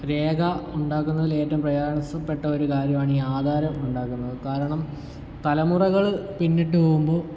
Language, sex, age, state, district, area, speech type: Malayalam, male, 18-30, Kerala, Kottayam, rural, spontaneous